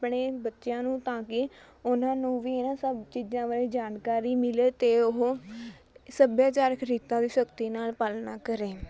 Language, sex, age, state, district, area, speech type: Punjabi, female, 18-30, Punjab, Mohali, rural, spontaneous